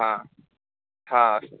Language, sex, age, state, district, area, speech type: Sanskrit, male, 18-30, Karnataka, Uttara Kannada, rural, conversation